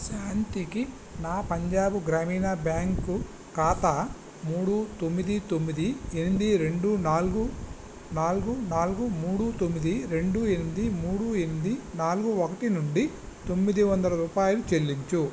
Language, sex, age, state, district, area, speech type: Telugu, male, 45-60, Andhra Pradesh, Visakhapatnam, urban, read